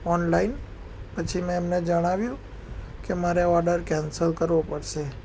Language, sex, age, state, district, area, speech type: Gujarati, male, 18-30, Gujarat, Anand, urban, spontaneous